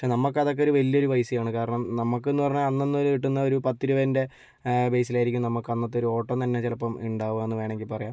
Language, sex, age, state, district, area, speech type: Malayalam, male, 18-30, Kerala, Kozhikode, urban, spontaneous